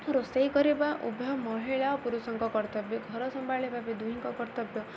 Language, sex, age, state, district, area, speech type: Odia, female, 18-30, Odisha, Ganjam, urban, spontaneous